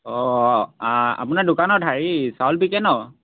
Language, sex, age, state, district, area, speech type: Assamese, male, 18-30, Assam, Tinsukia, urban, conversation